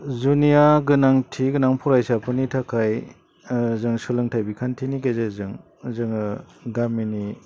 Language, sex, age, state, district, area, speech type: Bodo, male, 45-60, Assam, Baksa, urban, spontaneous